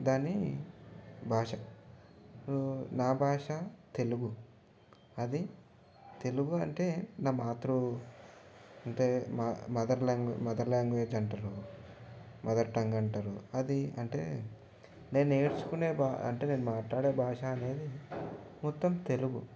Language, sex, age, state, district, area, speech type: Telugu, male, 18-30, Telangana, Ranga Reddy, urban, spontaneous